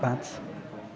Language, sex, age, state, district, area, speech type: Nepali, male, 30-45, West Bengal, Darjeeling, rural, read